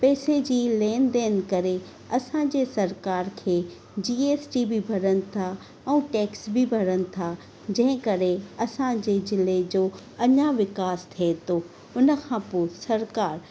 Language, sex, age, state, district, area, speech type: Sindhi, female, 30-45, Maharashtra, Thane, urban, spontaneous